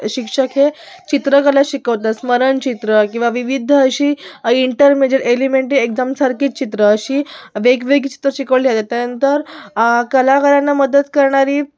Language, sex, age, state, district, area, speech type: Marathi, female, 18-30, Maharashtra, Sindhudurg, urban, spontaneous